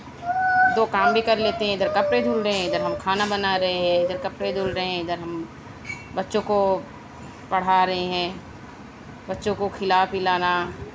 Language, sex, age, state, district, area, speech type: Urdu, female, 18-30, Uttar Pradesh, Mau, urban, spontaneous